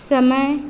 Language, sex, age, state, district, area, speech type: Hindi, female, 30-45, Uttar Pradesh, Azamgarh, rural, read